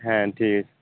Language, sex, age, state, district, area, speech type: Bengali, male, 18-30, West Bengal, Uttar Dinajpur, rural, conversation